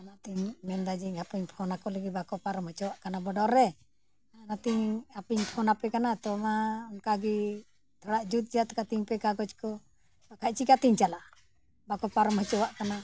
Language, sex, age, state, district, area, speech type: Santali, female, 60+, Jharkhand, Bokaro, rural, spontaneous